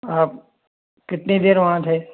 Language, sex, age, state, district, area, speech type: Hindi, male, 60+, Rajasthan, Jaipur, urban, conversation